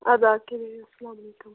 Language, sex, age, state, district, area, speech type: Kashmiri, female, 18-30, Jammu and Kashmir, Bandipora, rural, conversation